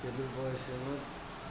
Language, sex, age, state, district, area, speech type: Telugu, male, 45-60, Andhra Pradesh, Kadapa, rural, spontaneous